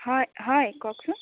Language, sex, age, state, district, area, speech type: Assamese, female, 18-30, Assam, Biswanath, rural, conversation